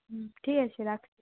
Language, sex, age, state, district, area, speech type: Bengali, female, 30-45, West Bengal, Purba Medinipur, rural, conversation